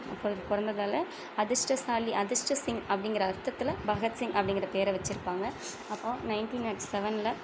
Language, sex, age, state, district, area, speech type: Tamil, female, 45-60, Tamil Nadu, Tiruchirappalli, rural, spontaneous